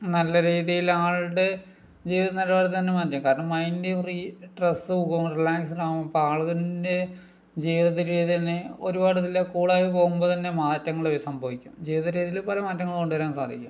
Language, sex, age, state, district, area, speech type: Malayalam, male, 30-45, Kerala, Palakkad, urban, spontaneous